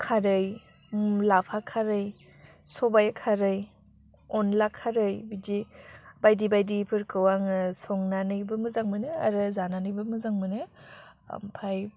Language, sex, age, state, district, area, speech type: Bodo, female, 18-30, Assam, Udalguri, rural, spontaneous